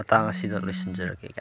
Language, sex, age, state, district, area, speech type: Manipuri, male, 30-45, Manipur, Chandel, rural, spontaneous